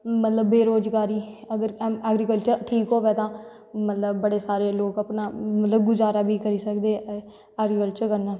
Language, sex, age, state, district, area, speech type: Dogri, female, 18-30, Jammu and Kashmir, Udhampur, rural, spontaneous